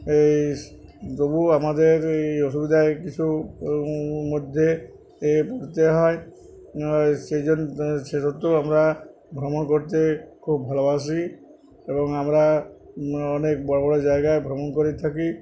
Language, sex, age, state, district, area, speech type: Bengali, male, 60+, West Bengal, Uttar Dinajpur, urban, spontaneous